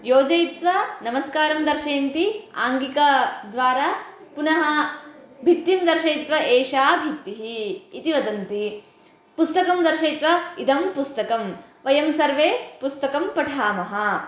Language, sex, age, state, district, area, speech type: Sanskrit, female, 18-30, Karnataka, Bagalkot, urban, spontaneous